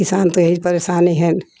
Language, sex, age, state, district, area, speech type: Hindi, female, 60+, Uttar Pradesh, Jaunpur, urban, spontaneous